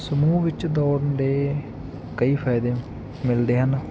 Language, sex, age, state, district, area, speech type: Punjabi, male, 18-30, Punjab, Barnala, rural, spontaneous